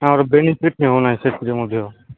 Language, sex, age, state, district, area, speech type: Odia, male, 18-30, Odisha, Nabarangpur, urban, conversation